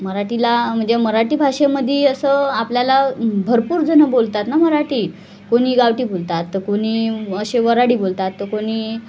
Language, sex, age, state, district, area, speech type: Marathi, female, 30-45, Maharashtra, Wardha, rural, spontaneous